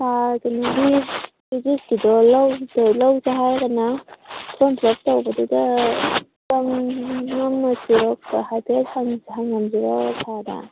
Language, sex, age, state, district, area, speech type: Manipuri, female, 30-45, Manipur, Kangpokpi, urban, conversation